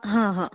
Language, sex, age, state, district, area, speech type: Goan Konkani, female, 18-30, Goa, Canacona, rural, conversation